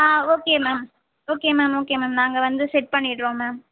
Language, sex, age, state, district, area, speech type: Tamil, female, 18-30, Tamil Nadu, Vellore, urban, conversation